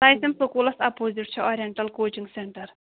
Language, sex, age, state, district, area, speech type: Kashmiri, female, 30-45, Jammu and Kashmir, Pulwama, rural, conversation